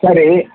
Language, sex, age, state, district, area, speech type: Tamil, male, 60+, Tamil Nadu, Viluppuram, rural, conversation